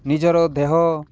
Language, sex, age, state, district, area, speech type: Odia, male, 45-60, Odisha, Nabarangpur, rural, spontaneous